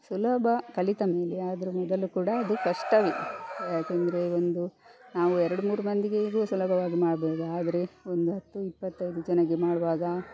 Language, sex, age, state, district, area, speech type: Kannada, female, 45-60, Karnataka, Dakshina Kannada, rural, spontaneous